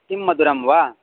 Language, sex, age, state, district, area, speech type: Sanskrit, male, 30-45, Karnataka, Vijayapura, urban, conversation